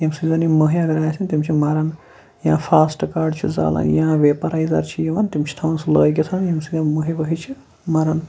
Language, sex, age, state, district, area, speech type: Kashmiri, male, 18-30, Jammu and Kashmir, Kulgam, rural, spontaneous